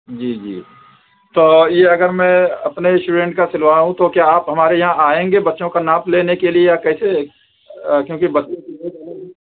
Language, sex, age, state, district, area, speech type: Urdu, male, 30-45, Uttar Pradesh, Balrampur, rural, conversation